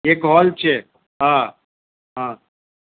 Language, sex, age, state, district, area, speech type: Gujarati, male, 60+, Gujarat, Kheda, rural, conversation